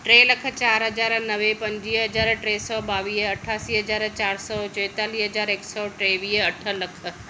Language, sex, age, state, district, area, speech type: Sindhi, female, 45-60, Maharashtra, Thane, urban, spontaneous